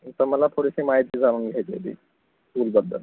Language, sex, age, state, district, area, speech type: Marathi, male, 60+, Maharashtra, Akola, rural, conversation